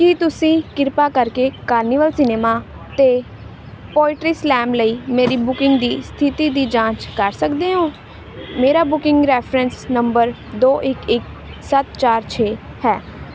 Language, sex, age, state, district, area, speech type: Punjabi, female, 18-30, Punjab, Ludhiana, rural, read